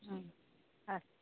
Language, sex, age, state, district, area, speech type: Hindi, female, 45-60, Bihar, Samastipur, rural, conversation